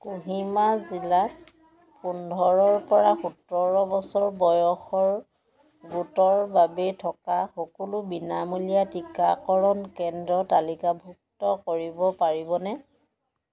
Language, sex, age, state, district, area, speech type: Assamese, female, 60+, Assam, Dhemaji, rural, read